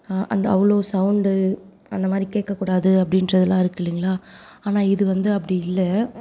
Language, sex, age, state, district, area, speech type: Tamil, female, 18-30, Tamil Nadu, Perambalur, rural, spontaneous